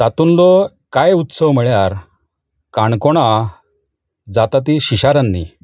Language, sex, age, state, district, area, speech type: Goan Konkani, male, 45-60, Goa, Bardez, urban, spontaneous